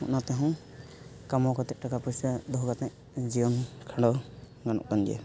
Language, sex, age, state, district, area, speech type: Santali, male, 18-30, Jharkhand, East Singhbhum, rural, spontaneous